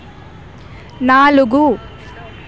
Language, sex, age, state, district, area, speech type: Telugu, female, 18-30, Telangana, Hyderabad, urban, read